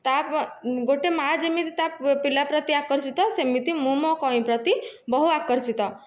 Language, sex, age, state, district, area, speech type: Odia, female, 18-30, Odisha, Nayagarh, rural, spontaneous